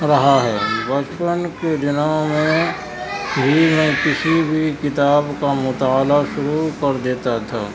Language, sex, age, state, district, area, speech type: Urdu, male, 30-45, Uttar Pradesh, Gautam Buddha Nagar, rural, spontaneous